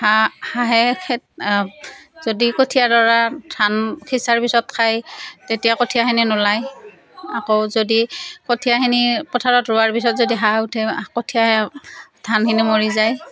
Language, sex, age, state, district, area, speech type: Assamese, female, 45-60, Assam, Darrang, rural, spontaneous